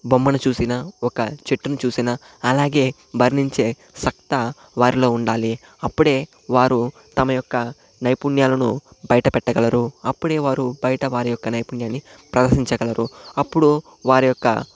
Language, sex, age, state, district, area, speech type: Telugu, male, 45-60, Andhra Pradesh, Chittoor, urban, spontaneous